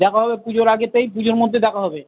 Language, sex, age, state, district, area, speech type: Bengali, male, 45-60, West Bengal, South 24 Parganas, urban, conversation